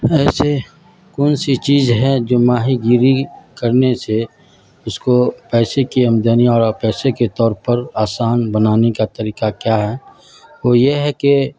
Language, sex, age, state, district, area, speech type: Urdu, male, 45-60, Bihar, Madhubani, rural, spontaneous